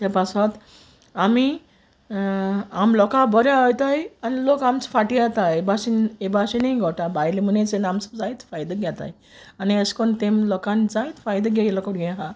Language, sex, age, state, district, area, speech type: Goan Konkani, female, 45-60, Goa, Quepem, rural, spontaneous